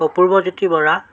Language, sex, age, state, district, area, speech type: Assamese, male, 45-60, Assam, Jorhat, urban, spontaneous